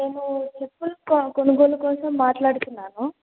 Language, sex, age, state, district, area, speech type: Telugu, female, 18-30, Telangana, Sangareddy, rural, conversation